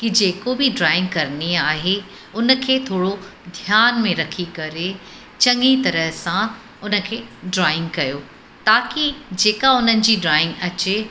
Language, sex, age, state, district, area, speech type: Sindhi, female, 45-60, Uttar Pradesh, Lucknow, rural, spontaneous